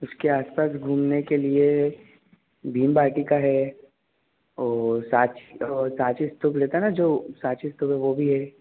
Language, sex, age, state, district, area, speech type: Hindi, male, 30-45, Madhya Pradesh, Bhopal, urban, conversation